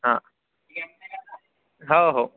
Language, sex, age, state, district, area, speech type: Marathi, male, 18-30, Maharashtra, Wardha, rural, conversation